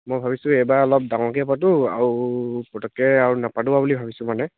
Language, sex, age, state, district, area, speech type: Assamese, male, 18-30, Assam, Dibrugarh, rural, conversation